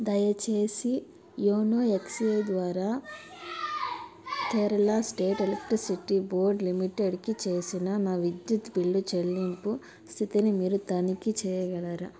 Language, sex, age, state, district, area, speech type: Telugu, female, 30-45, Andhra Pradesh, Nellore, urban, read